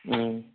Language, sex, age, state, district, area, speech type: Tamil, male, 30-45, Tamil Nadu, Chengalpattu, rural, conversation